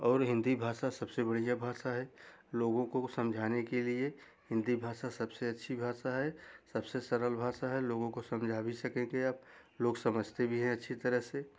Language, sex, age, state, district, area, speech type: Hindi, male, 30-45, Uttar Pradesh, Jaunpur, rural, spontaneous